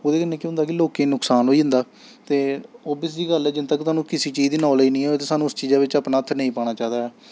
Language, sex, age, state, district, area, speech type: Dogri, male, 18-30, Jammu and Kashmir, Samba, rural, spontaneous